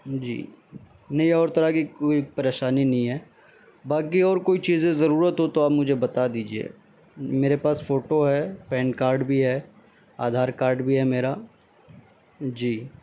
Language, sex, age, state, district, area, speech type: Urdu, male, 18-30, Uttar Pradesh, Saharanpur, urban, spontaneous